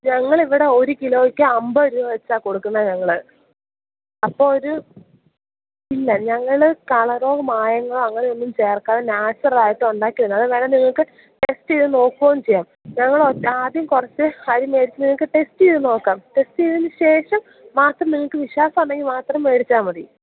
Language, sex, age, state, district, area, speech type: Malayalam, female, 18-30, Kerala, Idukki, rural, conversation